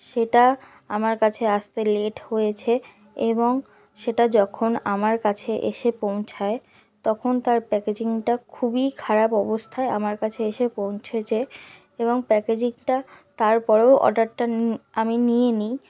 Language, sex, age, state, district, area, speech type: Bengali, female, 18-30, West Bengal, South 24 Parganas, rural, spontaneous